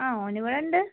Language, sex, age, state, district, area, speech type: Malayalam, female, 18-30, Kerala, Malappuram, rural, conversation